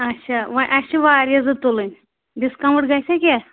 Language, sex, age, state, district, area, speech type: Kashmiri, female, 18-30, Jammu and Kashmir, Anantnag, rural, conversation